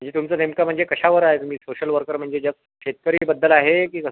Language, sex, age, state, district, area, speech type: Marathi, male, 30-45, Maharashtra, Akola, rural, conversation